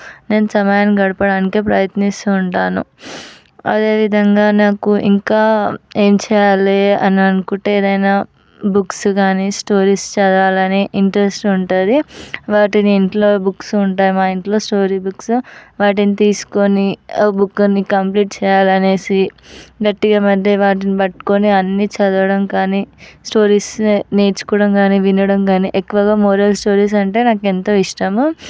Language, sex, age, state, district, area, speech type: Telugu, female, 18-30, Telangana, Ranga Reddy, urban, spontaneous